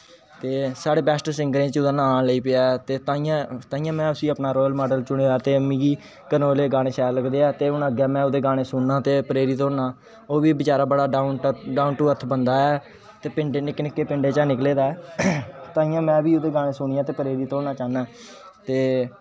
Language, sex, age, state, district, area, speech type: Dogri, male, 18-30, Jammu and Kashmir, Kathua, rural, spontaneous